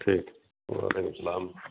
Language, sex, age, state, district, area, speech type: Urdu, male, 60+, Bihar, Supaul, rural, conversation